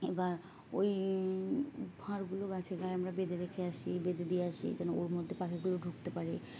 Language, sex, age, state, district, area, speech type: Bengali, female, 18-30, West Bengal, Birbhum, urban, spontaneous